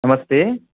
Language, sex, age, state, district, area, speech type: Sanskrit, male, 30-45, Karnataka, Bangalore Urban, urban, conversation